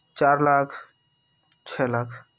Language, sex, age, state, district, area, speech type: Hindi, male, 30-45, Uttar Pradesh, Jaunpur, rural, spontaneous